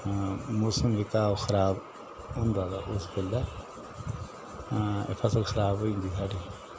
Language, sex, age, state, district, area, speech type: Dogri, male, 60+, Jammu and Kashmir, Udhampur, rural, spontaneous